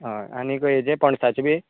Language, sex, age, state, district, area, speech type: Goan Konkani, male, 30-45, Goa, Canacona, rural, conversation